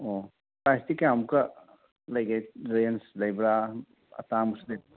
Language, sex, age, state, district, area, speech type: Manipuri, male, 30-45, Manipur, Churachandpur, rural, conversation